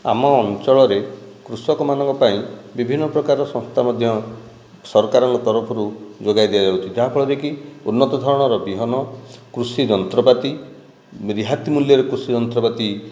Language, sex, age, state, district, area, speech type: Odia, male, 45-60, Odisha, Nayagarh, rural, spontaneous